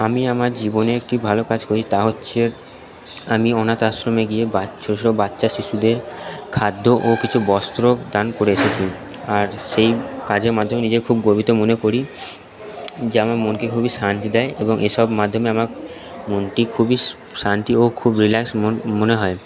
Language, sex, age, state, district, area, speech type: Bengali, male, 18-30, West Bengal, Purba Bardhaman, urban, spontaneous